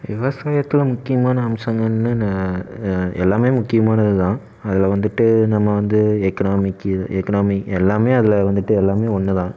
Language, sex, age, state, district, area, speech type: Tamil, male, 18-30, Tamil Nadu, Erode, urban, spontaneous